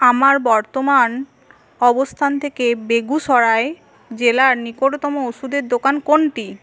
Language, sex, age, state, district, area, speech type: Bengali, female, 18-30, West Bengal, Paschim Medinipur, rural, read